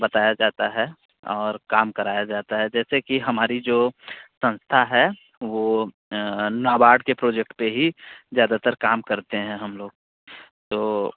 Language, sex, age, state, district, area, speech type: Hindi, male, 30-45, Uttar Pradesh, Mirzapur, urban, conversation